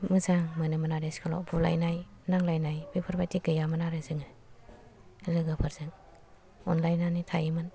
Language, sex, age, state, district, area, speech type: Bodo, female, 45-60, Assam, Kokrajhar, rural, spontaneous